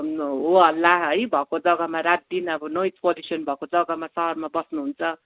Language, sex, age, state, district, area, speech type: Nepali, female, 45-60, West Bengal, Darjeeling, rural, conversation